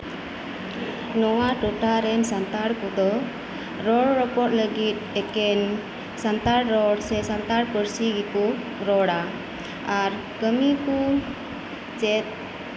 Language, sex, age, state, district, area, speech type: Santali, female, 45-60, West Bengal, Birbhum, rural, spontaneous